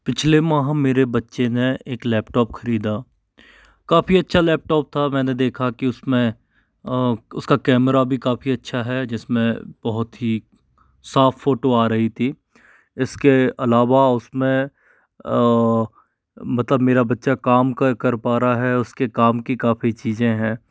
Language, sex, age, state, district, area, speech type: Hindi, male, 45-60, Madhya Pradesh, Bhopal, urban, spontaneous